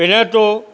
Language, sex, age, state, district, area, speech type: Gujarati, male, 60+, Gujarat, Junagadh, rural, spontaneous